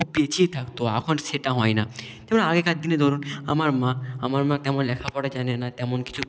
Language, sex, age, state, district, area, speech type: Bengali, male, 18-30, West Bengal, Nadia, rural, spontaneous